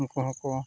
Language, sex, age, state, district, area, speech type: Santali, male, 45-60, Odisha, Mayurbhanj, rural, spontaneous